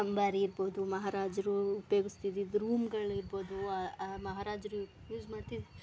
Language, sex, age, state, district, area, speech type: Kannada, female, 30-45, Karnataka, Mandya, rural, spontaneous